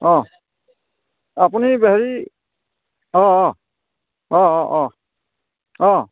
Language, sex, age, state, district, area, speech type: Assamese, male, 45-60, Assam, Sivasagar, rural, conversation